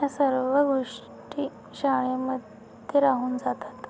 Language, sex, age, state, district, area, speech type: Marathi, female, 18-30, Maharashtra, Amravati, rural, spontaneous